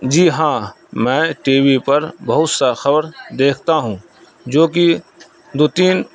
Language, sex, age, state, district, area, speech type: Urdu, male, 30-45, Bihar, Saharsa, rural, spontaneous